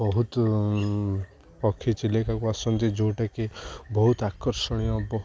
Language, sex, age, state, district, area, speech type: Odia, male, 18-30, Odisha, Jagatsinghpur, urban, spontaneous